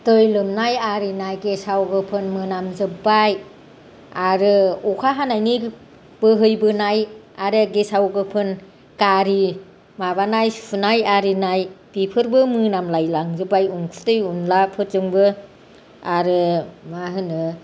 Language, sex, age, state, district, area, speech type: Bodo, female, 60+, Assam, Kokrajhar, rural, spontaneous